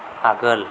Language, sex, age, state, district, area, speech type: Bodo, male, 45-60, Assam, Chirang, rural, read